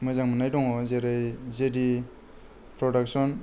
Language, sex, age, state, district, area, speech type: Bodo, male, 30-45, Assam, Kokrajhar, rural, spontaneous